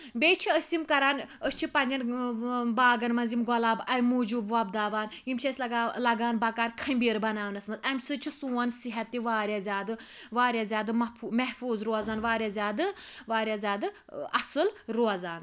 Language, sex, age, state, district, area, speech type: Kashmiri, female, 30-45, Jammu and Kashmir, Pulwama, rural, spontaneous